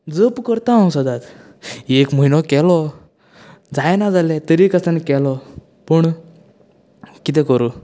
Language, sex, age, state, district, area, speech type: Goan Konkani, male, 18-30, Goa, Canacona, rural, spontaneous